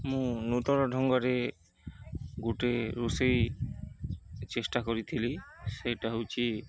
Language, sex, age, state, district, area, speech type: Odia, male, 30-45, Odisha, Nuapada, urban, spontaneous